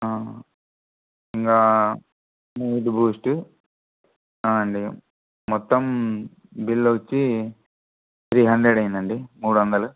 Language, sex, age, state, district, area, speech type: Telugu, male, 18-30, Andhra Pradesh, Anantapur, urban, conversation